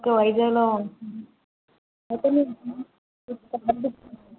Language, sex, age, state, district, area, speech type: Telugu, female, 30-45, Andhra Pradesh, Vizianagaram, rural, conversation